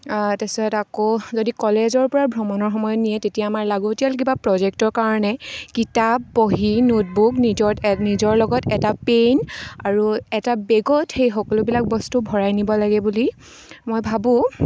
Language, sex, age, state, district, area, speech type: Assamese, female, 18-30, Assam, Sivasagar, rural, spontaneous